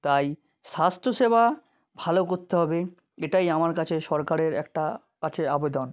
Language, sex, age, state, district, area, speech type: Bengali, male, 30-45, West Bengal, South 24 Parganas, rural, spontaneous